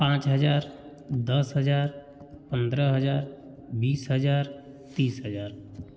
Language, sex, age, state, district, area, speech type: Hindi, male, 30-45, Uttar Pradesh, Jaunpur, rural, spontaneous